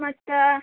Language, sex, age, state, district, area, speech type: Kannada, female, 18-30, Karnataka, Gadag, rural, conversation